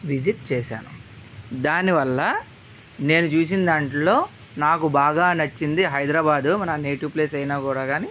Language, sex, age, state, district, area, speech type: Telugu, male, 30-45, Andhra Pradesh, Visakhapatnam, urban, spontaneous